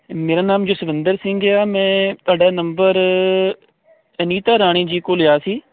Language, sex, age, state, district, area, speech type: Punjabi, male, 30-45, Punjab, Kapurthala, rural, conversation